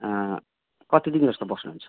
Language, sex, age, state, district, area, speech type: Nepali, male, 30-45, West Bengal, Kalimpong, rural, conversation